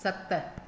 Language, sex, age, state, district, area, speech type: Sindhi, female, 45-60, Madhya Pradesh, Katni, rural, read